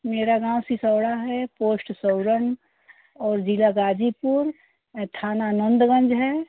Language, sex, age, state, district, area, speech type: Hindi, female, 60+, Uttar Pradesh, Ghazipur, rural, conversation